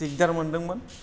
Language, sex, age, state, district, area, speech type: Bodo, male, 60+, Assam, Kokrajhar, rural, spontaneous